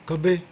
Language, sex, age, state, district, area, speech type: Punjabi, male, 60+, Punjab, Bathinda, urban, read